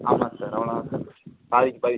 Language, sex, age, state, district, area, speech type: Tamil, male, 30-45, Tamil Nadu, Pudukkottai, rural, conversation